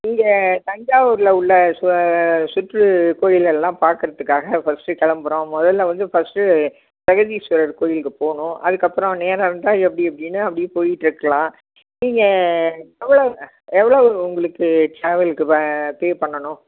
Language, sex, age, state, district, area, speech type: Tamil, female, 60+, Tamil Nadu, Thanjavur, urban, conversation